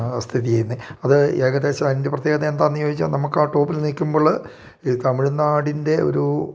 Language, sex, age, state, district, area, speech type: Malayalam, male, 45-60, Kerala, Idukki, rural, spontaneous